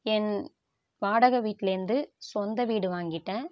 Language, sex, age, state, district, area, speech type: Tamil, female, 45-60, Tamil Nadu, Tiruvarur, rural, spontaneous